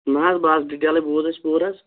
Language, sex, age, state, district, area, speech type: Kashmiri, male, 18-30, Jammu and Kashmir, Shopian, rural, conversation